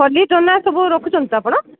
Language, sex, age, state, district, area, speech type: Odia, female, 30-45, Odisha, Koraput, urban, conversation